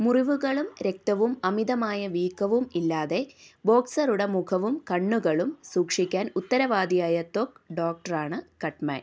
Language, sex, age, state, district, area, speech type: Malayalam, female, 30-45, Kerala, Idukki, rural, read